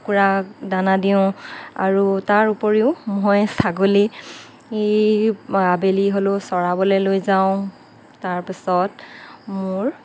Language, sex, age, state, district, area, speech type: Assamese, female, 30-45, Assam, Lakhimpur, rural, spontaneous